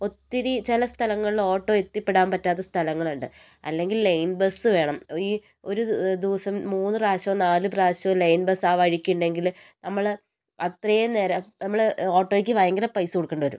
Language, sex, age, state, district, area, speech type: Malayalam, female, 60+, Kerala, Wayanad, rural, spontaneous